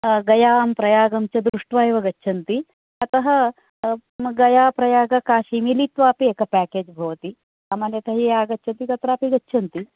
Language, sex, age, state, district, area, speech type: Sanskrit, female, 45-60, Karnataka, Uttara Kannada, urban, conversation